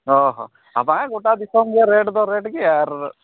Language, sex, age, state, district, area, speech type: Santali, male, 45-60, Odisha, Mayurbhanj, rural, conversation